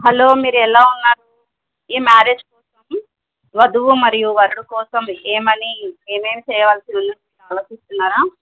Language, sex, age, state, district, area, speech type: Telugu, female, 45-60, Telangana, Medchal, urban, conversation